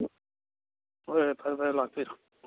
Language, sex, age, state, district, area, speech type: Manipuri, male, 30-45, Manipur, Churachandpur, rural, conversation